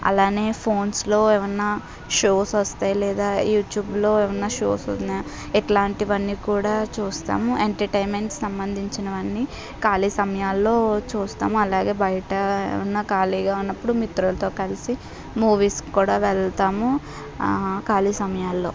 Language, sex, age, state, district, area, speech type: Telugu, female, 45-60, Andhra Pradesh, Kakinada, rural, spontaneous